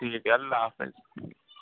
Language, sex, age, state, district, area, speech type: Urdu, male, 18-30, Uttar Pradesh, Rampur, urban, conversation